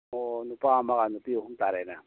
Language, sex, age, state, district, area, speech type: Manipuri, male, 45-60, Manipur, Imphal East, rural, conversation